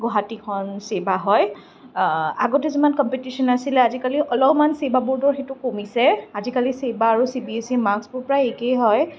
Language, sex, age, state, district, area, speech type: Assamese, female, 30-45, Assam, Kamrup Metropolitan, urban, spontaneous